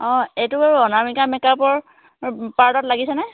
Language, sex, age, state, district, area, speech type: Assamese, female, 45-60, Assam, Jorhat, urban, conversation